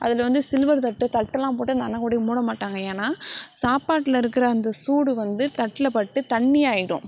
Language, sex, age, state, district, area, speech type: Tamil, female, 60+, Tamil Nadu, Sivaganga, rural, spontaneous